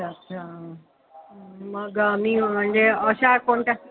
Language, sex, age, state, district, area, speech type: Marathi, female, 45-60, Maharashtra, Nanded, urban, conversation